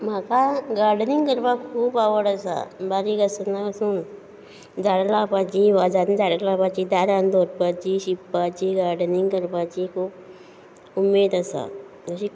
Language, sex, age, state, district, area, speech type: Goan Konkani, female, 45-60, Goa, Quepem, rural, spontaneous